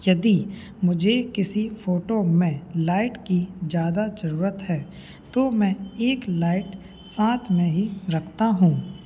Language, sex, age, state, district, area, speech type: Hindi, male, 18-30, Madhya Pradesh, Hoshangabad, rural, spontaneous